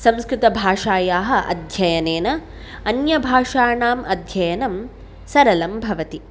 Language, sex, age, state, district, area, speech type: Sanskrit, female, 18-30, Karnataka, Udupi, urban, spontaneous